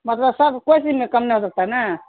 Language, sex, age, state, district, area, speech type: Urdu, female, 30-45, Bihar, Khagaria, rural, conversation